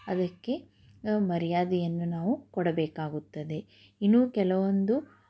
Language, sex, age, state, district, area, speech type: Kannada, female, 30-45, Karnataka, Chikkaballapur, rural, spontaneous